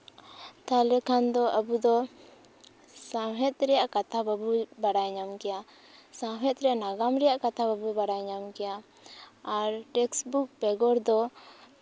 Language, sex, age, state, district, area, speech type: Santali, female, 18-30, West Bengal, Purba Medinipur, rural, spontaneous